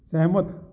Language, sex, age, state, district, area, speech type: Punjabi, male, 30-45, Punjab, Kapurthala, urban, read